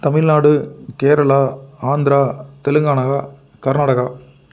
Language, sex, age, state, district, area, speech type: Tamil, male, 30-45, Tamil Nadu, Tiruppur, urban, spontaneous